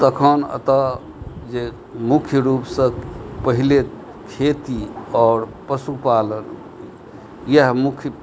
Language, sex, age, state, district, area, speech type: Maithili, male, 60+, Bihar, Madhubani, rural, spontaneous